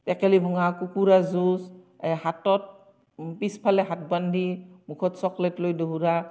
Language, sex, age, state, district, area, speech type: Assamese, female, 45-60, Assam, Barpeta, rural, spontaneous